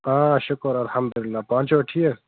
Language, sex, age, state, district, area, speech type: Kashmiri, male, 30-45, Jammu and Kashmir, Kupwara, rural, conversation